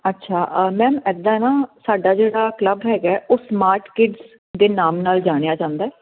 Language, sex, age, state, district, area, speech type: Punjabi, female, 30-45, Punjab, Jalandhar, urban, conversation